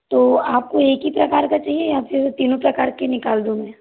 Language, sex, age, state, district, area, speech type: Hindi, female, 45-60, Madhya Pradesh, Balaghat, rural, conversation